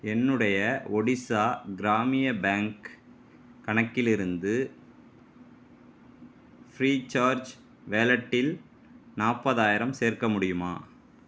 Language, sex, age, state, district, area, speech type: Tamil, male, 45-60, Tamil Nadu, Mayiladuthurai, urban, read